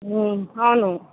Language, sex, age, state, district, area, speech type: Telugu, female, 30-45, Telangana, Mancherial, rural, conversation